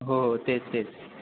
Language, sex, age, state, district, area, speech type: Marathi, male, 18-30, Maharashtra, Sindhudurg, rural, conversation